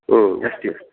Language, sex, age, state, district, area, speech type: Kannada, male, 60+, Karnataka, Gulbarga, urban, conversation